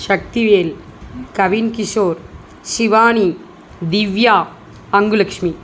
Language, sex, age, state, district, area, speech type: Tamil, female, 30-45, Tamil Nadu, Dharmapuri, rural, spontaneous